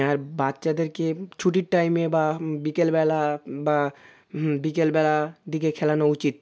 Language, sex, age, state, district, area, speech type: Bengali, male, 18-30, West Bengal, South 24 Parganas, rural, spontaneous